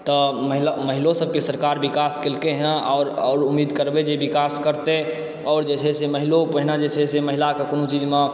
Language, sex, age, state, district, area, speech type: Maithili, male, 30-45, Bihar, Supaul, rural, spontaneous